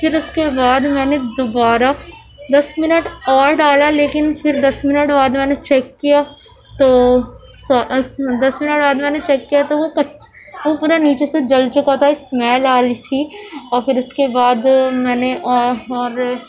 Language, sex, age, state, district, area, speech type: Urdu, female, 18-30, Uttar Pradesh, Gautam Buddha Nagar, urban, spontaneous